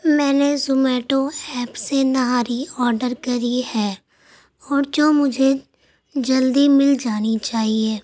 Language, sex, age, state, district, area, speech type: Urdu, female, 18-30, Delhi, Central Delhi, urban, spontaneous